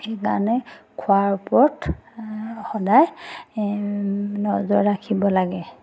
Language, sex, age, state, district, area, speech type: Assamese, female, 30-45, Assam, Majuli, urban, spontaneous